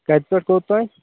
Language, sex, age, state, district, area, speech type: Kashmiri, male, 18-30, Jammu and Kashmir, Shopian, rural, conversation